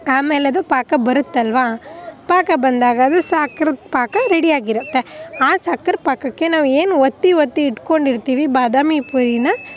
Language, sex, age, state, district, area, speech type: Kannada, female, 18-30, Karnataka, Chamarajanagar, rural, spontaneous